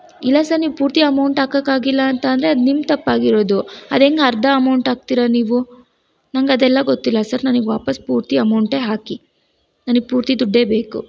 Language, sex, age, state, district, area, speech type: Kannada, female, 18-30, Karnataka, Tumkur, rural, spontaneous